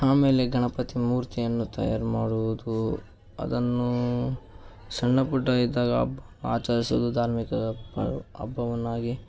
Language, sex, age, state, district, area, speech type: Kannada, male, 18-30, Karnataka, Davanagere, rural, spontaneous